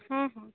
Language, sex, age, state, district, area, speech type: Odia, female, 30-45, Odisha, Subarnapur, urban, conversation